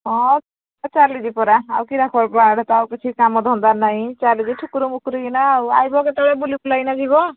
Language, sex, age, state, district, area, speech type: Odia, female, 60+, Odisha, Angul, rural, conversation